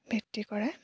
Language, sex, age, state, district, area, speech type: Assamese, female, 18-30, Assam, Lakhimpur, rural, spontaneous